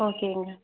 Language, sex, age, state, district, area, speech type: Tamil, female, 60+, Tamil Nadu, Mayiladuthurai, rural, conversation